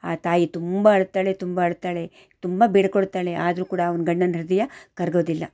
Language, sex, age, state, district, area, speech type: Kannada, female, 45-60, Karnataka, Shimoga, rural, spontaneous